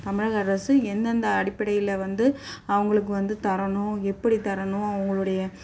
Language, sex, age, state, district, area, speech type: Tamil, female, 45-60, Tamil Nadu, Chennai, urban, spontaneous